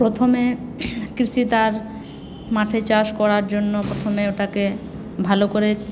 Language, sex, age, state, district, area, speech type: Bengali, female, 60+, West Bengal, Paschim Bardhaman, urban, spontaneous